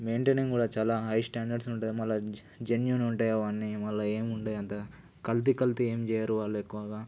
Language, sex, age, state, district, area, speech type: Telugu, male, 18-30, Telangana, Nalgonda, rural, spontaneous